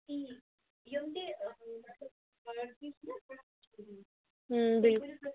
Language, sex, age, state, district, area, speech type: Kashmiri, female, 45-60, Jammu and Kashmir, Kupwara, urban, conversation